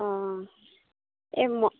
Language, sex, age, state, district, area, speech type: Assamese, female, 30-45, Assam, Sivasagar, rural, conversation